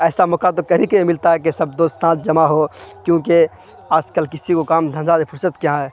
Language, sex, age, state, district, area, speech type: Urdu, male, 18-30, Bihar, Khagaria, rural, spontaneous